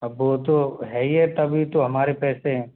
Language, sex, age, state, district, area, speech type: Hindi, male, 30-45, Rajasthan, Jaipur, urban, conversation